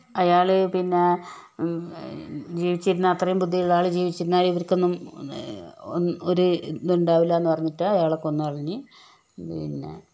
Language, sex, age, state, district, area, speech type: Malayalam, female, 60+, Kerala, Wayanad, rural, spontaneous